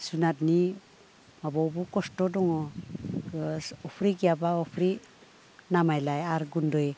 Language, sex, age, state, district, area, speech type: Bodo, female, 60+, Assam, Udalguri, rural, spontaneous